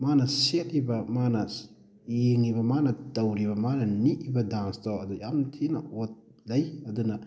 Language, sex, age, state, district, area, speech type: Manipuri, male, 30-45, Manipur, Thoubal, rural, spontaneous